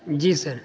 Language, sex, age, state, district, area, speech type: Urdu, male, 18-30, Uttar Pradesh, Saharanpur, urban, spontaneous